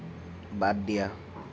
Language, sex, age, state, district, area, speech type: Assamese, male, 18-30, Assam, Lakhimpur, rural, read